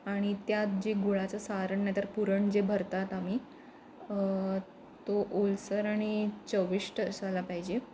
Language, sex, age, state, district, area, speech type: Marathi, female, 18-30, Maharashtra, Pune, urban, spontaneous